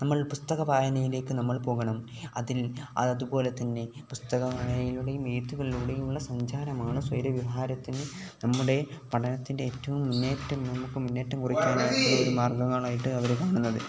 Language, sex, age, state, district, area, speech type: Malayalam, male, 18-30, Kerala, Kozhikode, rural, spontaneous